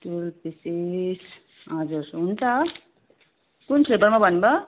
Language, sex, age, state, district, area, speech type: Nepali, female, 30-45, West Bengal, Darjeeling, rural, conversation